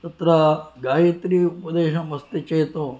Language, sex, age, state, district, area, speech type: Sanskrit, male, 60+, Karnataka, Shimoga, urban, spontaneous